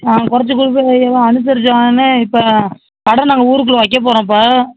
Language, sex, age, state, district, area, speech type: Tamil, male, 18-30, Tamil Nadu, Virudhunagar, rural, conversation